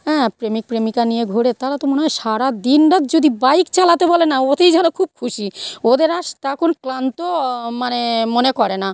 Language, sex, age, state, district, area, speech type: Bengali, female, 45-60, West Bengal, South 24 Parganas, rural, spontaneous